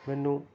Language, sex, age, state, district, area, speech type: Punjabi, male, 30-45, Punjab, Pathankot, rural, spontaneous